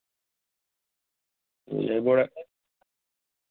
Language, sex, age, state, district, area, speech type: Gujarati, male, 45-60, Gujarat, Surat, rural, conversation